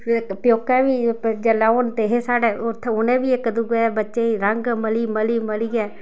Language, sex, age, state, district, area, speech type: Dogri, female, 30-45, Jammu and Kashmir, Samba, rural, spontaneous